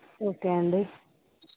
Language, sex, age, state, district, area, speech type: Telugu, female, 18-30, Telangana, Mancherial, rural, conversation